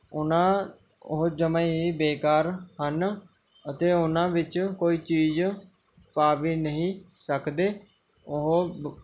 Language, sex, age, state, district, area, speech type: Punjabi, male, 18-30, Punjab, Mohali, rural, spontaneous